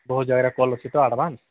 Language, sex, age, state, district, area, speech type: Odia, male, 45-60, Odisha, Sambalpur, rural, conversation